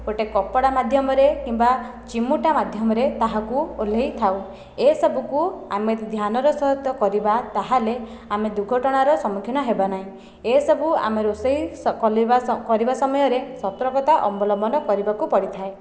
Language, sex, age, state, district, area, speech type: Odia, female, 18-30, Odisha, Khordha, rural, spontaneous